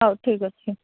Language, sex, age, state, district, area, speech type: Odia, female, 18-30, Odisha, Koraput, urban, conversation